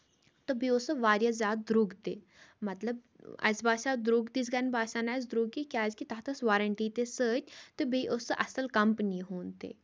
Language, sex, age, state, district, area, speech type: Kashmiri, female, 18-30, Jammu and Kashmir, Baramulla, rural, spontaneous